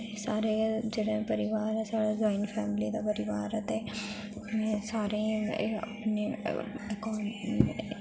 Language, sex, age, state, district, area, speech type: Dogri, female, 18-30, Jammu and Kashmir, Jammu, rural, spontaneous